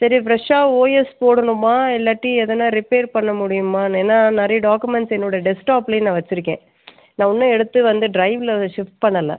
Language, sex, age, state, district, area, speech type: Tamil, female, 18-30, Tamil Nadu, Pudukkottai, rural, conversation